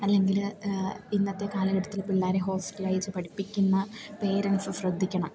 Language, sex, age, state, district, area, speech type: Malayalam, female, 18-30, Kerala, Idukki, rural, spontaneous